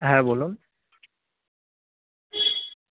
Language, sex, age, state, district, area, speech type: Bengali, male, 18-30, West Bengal, Kolkata, urban, conversation